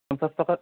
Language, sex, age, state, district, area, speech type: Assamese, male, 18-30, Assam, Darrang, rural, conversation